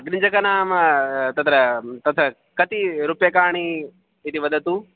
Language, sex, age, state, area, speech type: Sanskrit, male, 30-45, Rajasthan, urban, conversation